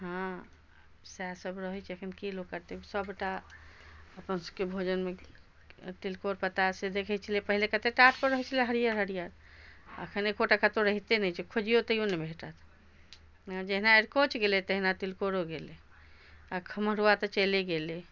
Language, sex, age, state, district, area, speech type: Maithili, female, 60+, Bihar, Madhubani, rural, spontaneous